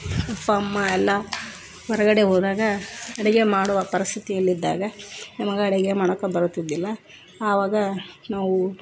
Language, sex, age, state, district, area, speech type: Kannada, female, 45-60, Karnataka, Koppal, rural, spontaneous